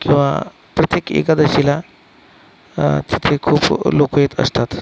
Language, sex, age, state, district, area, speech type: Marathi, male, 45-60, Maharashtra, Akola, rural, spontaneous